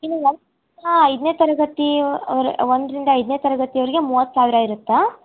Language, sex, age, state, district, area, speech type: Kannada, female, 18-30, Karnataka, Tumkur, rural, conversation